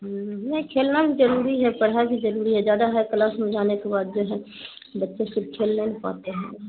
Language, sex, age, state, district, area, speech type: Urdu, female, 45-60, Bihar, Khagaria, rural, conversation